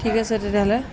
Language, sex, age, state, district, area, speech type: Assamese, female, 45-60, Assam, Jorhat, urban, spontaneous